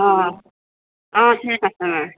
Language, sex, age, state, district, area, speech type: Assamese, female, 45-60, Assam, Tinsukia, urban, conversation